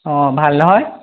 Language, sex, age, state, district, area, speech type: Assamese, male, 18-30, Assam, Majuli, urban, conversation